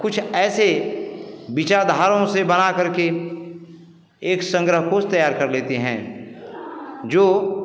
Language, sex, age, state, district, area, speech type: Hindi, male, 45-60, Bihar, Vaishali, urban, spontaneous